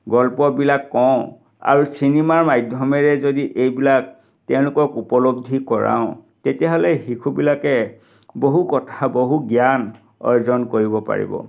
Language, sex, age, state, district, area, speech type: Assamese, male, 45-60, Assam, Dhemaji, urban, spontaneous